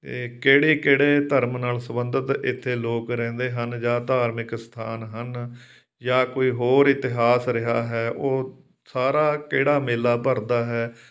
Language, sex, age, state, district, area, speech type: Punjabi, male, 45-60, Punjab, Fatehgarh Sahib, rural, spontaneous